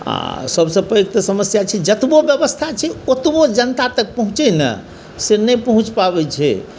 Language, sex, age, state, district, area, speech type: Maithili, male, 45-60, Bihar, Saharsa, urban, spontaneous